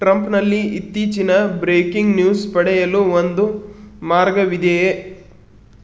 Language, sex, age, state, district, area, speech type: Kannada, male, 30-45, Karnataka, Bidar, urban, read